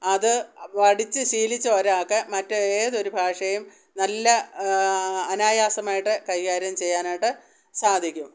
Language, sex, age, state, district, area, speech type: Malayalam, female, 60+, Kerala, Pathanamthitta, rural, spontaneous